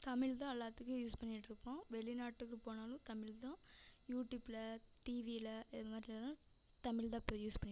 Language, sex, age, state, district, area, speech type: Tamil, female, 18-30, Tamil Nadu, Namakkal, rural, spontaneous